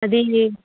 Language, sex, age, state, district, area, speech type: Telugu, female, 30-45, Andhra Pradesh, Chittoor, rural, conversation